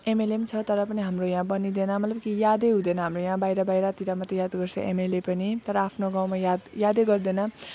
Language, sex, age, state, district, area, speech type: Nepali, female, 30-45, West Bengal, Alipurduar, urban, spontaneous